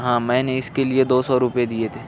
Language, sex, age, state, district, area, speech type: Urdu, male, 45-60, Maharashtra, Nashik, urban, spontaneous